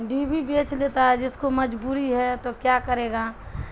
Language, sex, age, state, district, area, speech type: Urdu, female, 60+, Bihar, Darbhanga, rural, spontaneous